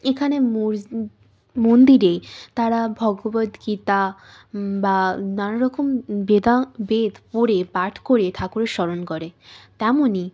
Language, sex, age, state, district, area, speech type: Bengali, female, 18-30, West Bengal, Birbhum, urban, spontaneous